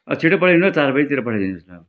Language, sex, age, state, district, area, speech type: Nepali, male, 60+, West Bengal, Darjeeling, rural, spontaneous